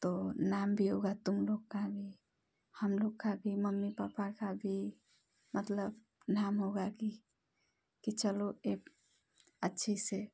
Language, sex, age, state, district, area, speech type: Hindi, female, 30-45, Uttar Pradesh, Ghazipur, rural, spontaneous